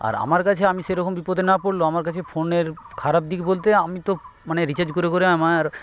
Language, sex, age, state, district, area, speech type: Bengali, male, 45-60, West Bengal, Paschim Medinipur, rural, spontaneous